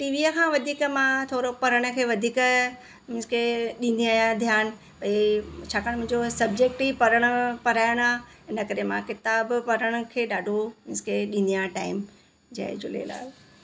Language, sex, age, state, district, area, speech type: Sindhi, female, 45-60, Gujarat, Surat, urban, spontaneous